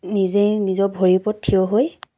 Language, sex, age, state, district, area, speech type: Assamese, female, 30-45, Assam, Dibrugarh, rural, spontaneous